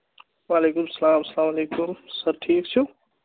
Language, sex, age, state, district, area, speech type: Kashmiri, male, 18-30, Jammu and Kashmir, Kulgam, urban, conversation